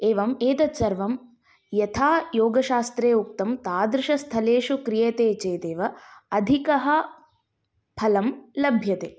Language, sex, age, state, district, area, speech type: Sanskrit, female, 18-30, Tamil Nadu, Kanchipuram, urban, spontaneous